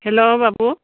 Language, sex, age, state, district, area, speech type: Bodo, female, 45-60, Assam, Baksa, rural, conversation